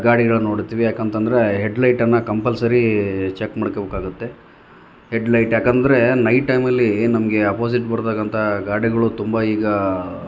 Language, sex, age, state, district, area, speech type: Kannada, male, 30-45, Karnataka, Vijayanagara, rural, spontaneous